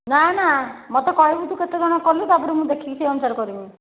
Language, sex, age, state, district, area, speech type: Odia, female, 60+, Odisha, Angul, rural, conversation